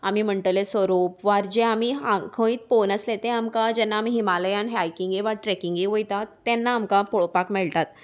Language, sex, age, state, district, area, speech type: Goan Konkani, female, 30-45, Goa, Salcete, urban, spontaneous